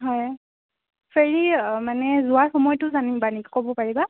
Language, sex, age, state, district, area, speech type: Assamese, female, 18-30, Assam, Kamrup Metropolitan, urban, conversation